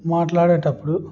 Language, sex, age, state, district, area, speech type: Telugu, male, 18-30, Andhra Pradesh, Kurnool, urban, spontaneous